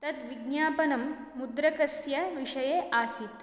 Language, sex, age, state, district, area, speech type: Sanskrit, female, 18-30, Andhra Pradesh, Chittoor, urban, spontaneous